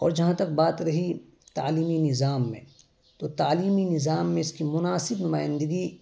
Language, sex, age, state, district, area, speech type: Urdu, male, 18-30, Bihar, Araria, rural, spontaneous